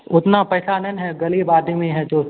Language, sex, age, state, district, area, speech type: Hindi, male, 18-30, Bihar, Begusarai, rural, conversation